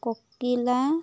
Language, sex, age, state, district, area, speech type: Assamese, female, 30-45, Assam, Biswanath, rural, spontaneous